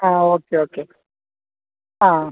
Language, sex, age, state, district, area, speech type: Malayalam, male, 30-45, Kerala, Alappuzha, rural, conversation